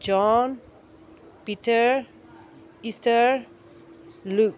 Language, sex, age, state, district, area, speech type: Manipuri, female, 30-45, Manipur, Senapati, rural, spontaneous